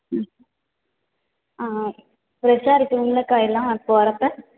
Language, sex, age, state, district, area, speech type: Tamil, female, 18-30, Tamil Nadu, Tiruvarur, rural, conversation